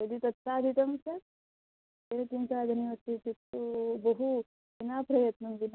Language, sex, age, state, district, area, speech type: Sanskrit, female, 18-30, Karnataka, Chikkaballapur, rural, conversation